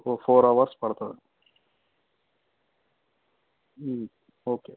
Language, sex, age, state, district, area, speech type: Telugu, male, 18-30, Andhra Pradesh, Anantapur, urban, conversation